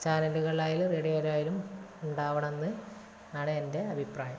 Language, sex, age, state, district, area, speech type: Malayalam, female, 30-45, Kerala, Malappuram, rural, spontaneous